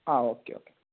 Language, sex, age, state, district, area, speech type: Malayalam, male, 18-30, Kerala, Malappuram, rural, conversation